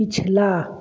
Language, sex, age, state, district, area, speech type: Hindi, male, 30-45, Bihar, Vaishali, rural, read